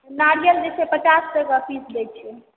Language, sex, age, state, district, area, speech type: Maithili, female, 18-30, Bihar, Supaul, rural, conversation